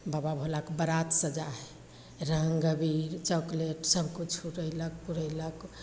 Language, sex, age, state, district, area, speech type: Maithili, female, 45-60, Bihar, Begusarai, rural, spontaneous